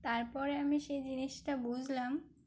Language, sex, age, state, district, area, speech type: Bengali, female, 18-30, West Bengal, Birbhum, urban, spontaneous